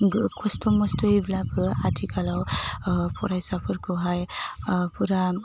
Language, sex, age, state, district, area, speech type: Bodo, female, 18-30, Assam, Udalguri, rural, spontaneous